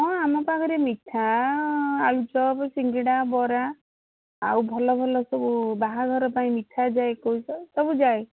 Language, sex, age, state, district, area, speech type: Odia, female, 18-30, Odisha, Bhadrak, rural, conversation